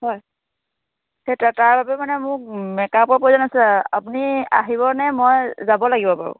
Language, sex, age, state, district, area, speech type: Assamese, female, 45-60, Assam, Jorhat, urban, conversation